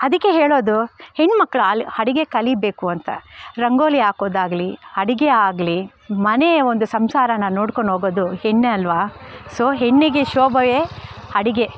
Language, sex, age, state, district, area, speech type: Kannada, female, 30-45, Karnataka, Bangalore Rural, rural, spontaneous